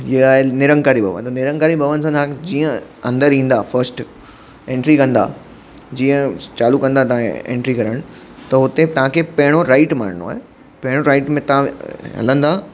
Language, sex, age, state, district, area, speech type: Sindhi, male, 30-45, Maharashtra, Mumbai Suburban, urban, spontaneous